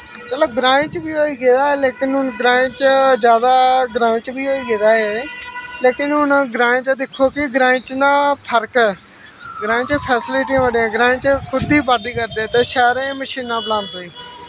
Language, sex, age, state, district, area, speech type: Dogri, male, 18-30, Jammu and Kashmir, Samba, rural, spontaneous